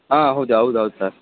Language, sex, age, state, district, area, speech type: Kannada, male, 18-30, Karnataka, Kolar, rural, conversation